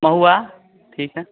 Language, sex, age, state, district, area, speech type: Hindi, male, 18-30, Bihar, Vaishali, rural, conversation